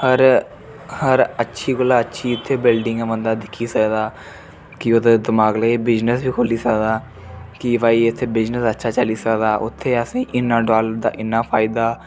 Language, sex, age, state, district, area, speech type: Dogri, male, 30-45, Jammu and Kashmir, Reasi, rural, spontaneous